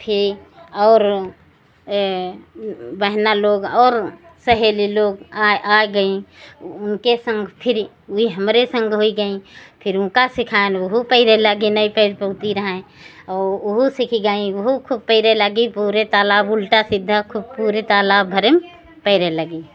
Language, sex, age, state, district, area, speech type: Hindi, female, 60+, Uttar Pradesh, Lucknow, rural, spontaneous